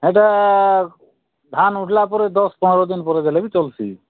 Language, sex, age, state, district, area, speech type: Odia, male, 45-60, Odisha, Kalahandi, rural, conversation